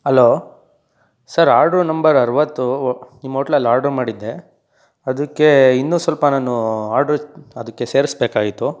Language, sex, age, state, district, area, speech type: Kannada, male, 18-30, Karnataka, Tumkur, urban, spontaneous